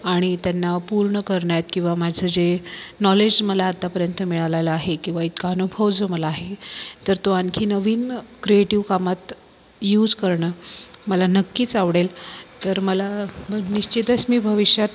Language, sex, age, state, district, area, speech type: Marathi, female, 30-45, Maharashtra, Buldhana, urban, spontaneous